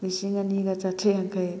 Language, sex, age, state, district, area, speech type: Manipuri, female, 30-45, Manipur, Kakching, rural, spontaneous